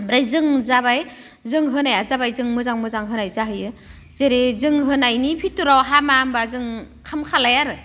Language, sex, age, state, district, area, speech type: Bodo, female, 45-60, Assam, Udalguri, rural, spontaneous